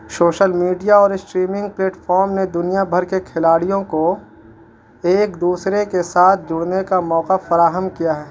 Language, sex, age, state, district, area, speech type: Urdu, male, 18-30, Bihar, Gaya, urban, spontaneous